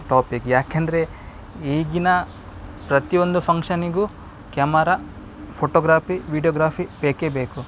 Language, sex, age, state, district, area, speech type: Kannada, male, 30-45, Karnataka, Udupi, rural, spontaneous